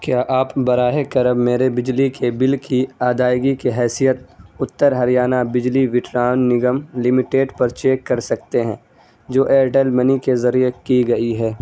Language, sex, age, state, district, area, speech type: Urdu, male, 18-30, Bihar, Saharsa, urban, read